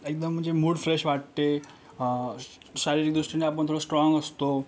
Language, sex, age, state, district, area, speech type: Marathi, male, 18-30, Maharashtra, Yavatmal, rural, spontaneous